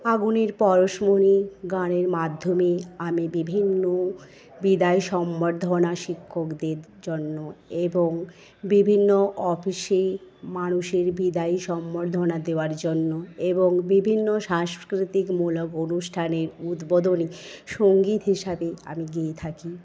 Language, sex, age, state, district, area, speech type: Bengali, female, 30-45, West Bengal, Paschim Medinipur, rural, spontaneous